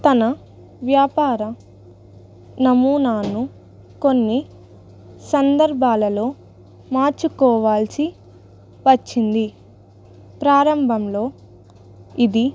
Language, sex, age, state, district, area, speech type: Telugu, female, 18-30, Telangana, Ranga Reddy, rural, spontaneous